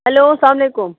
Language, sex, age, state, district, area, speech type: Kashmiri, female, 30-45, Jammu and Kashmir, Baramulla, rural, conversation